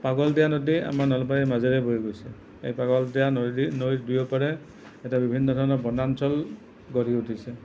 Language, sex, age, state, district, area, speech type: Assamese, male, 45-60, Assam, Nalbari, rural, spontaneous